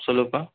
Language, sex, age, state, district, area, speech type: Tamil, male, 18-30, Tamil Nadu, Erode, rural, conversation